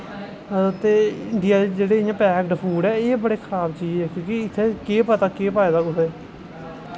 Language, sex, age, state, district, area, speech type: Dogri, male, 18-30, Jammu and Kashmir, Kathua, rural, spontaneous